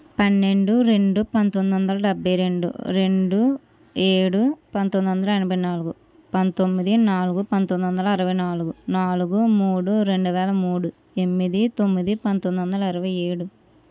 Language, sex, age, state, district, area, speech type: Telugu, female, 60+, Andhra Pradesh, Kakinada, rural, spontaneous